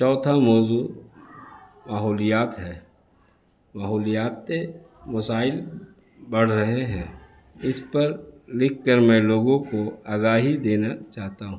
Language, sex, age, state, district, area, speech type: Urdu, male, 60+, Bihar, Gaya, urban, spontaneous